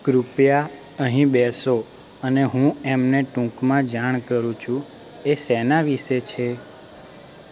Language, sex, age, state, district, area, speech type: Gujarati, male, 18-30, Gujarat, Anand, urban, read